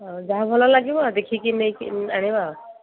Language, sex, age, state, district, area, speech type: Odia, female, 18-30, Odisha, Ganjam, urban, conversation